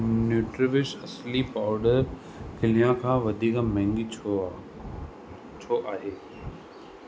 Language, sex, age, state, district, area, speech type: Sindhi, male, 30-45, Maharashtra, Thane, urban, read